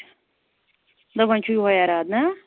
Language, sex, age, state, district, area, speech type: Kashmiri, female, 30-45, Jammu and Kashmir, Anantnag, rural, conversation